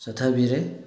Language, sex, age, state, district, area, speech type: Manipuri, male, 45-60, Manipur, Bishnupur, rural, spontaneous